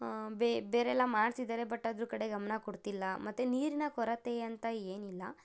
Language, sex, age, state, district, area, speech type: Kannada, female, 30-45, Karnataka, Tumkur, rural, spontaneous